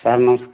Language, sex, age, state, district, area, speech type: Odia, male, 30-45, Odisha, Kandhamal, rural, conversation